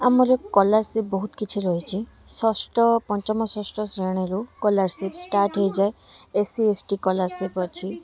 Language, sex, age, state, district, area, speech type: Odia, female, 18-30, Odisha, Balasore, rural, spontaneous